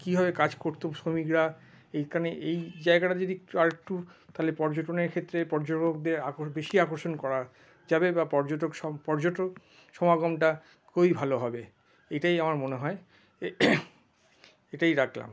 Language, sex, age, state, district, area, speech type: Bengali, male, 60+, West Bengal, Paschim Bardhaman, urban, spontaneous